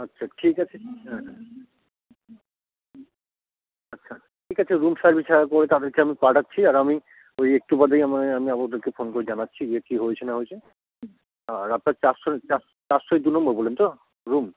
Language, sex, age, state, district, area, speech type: Bengali, male, 18-30, West Bengal, South 24 Parganas, rural, conversation